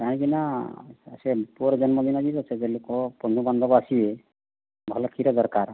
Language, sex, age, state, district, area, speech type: Odia, male, 45-60, Odisha, Boudh, rural, conversation